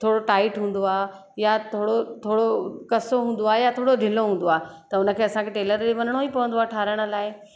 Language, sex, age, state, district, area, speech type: Sindhi, female, 30-45, Madhya Pradesh, Katni, urban, spontaneous